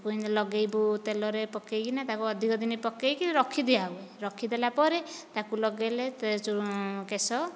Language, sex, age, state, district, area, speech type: Odia, female, 45-60, Odisha, Dhenkanal, rural, spontaneous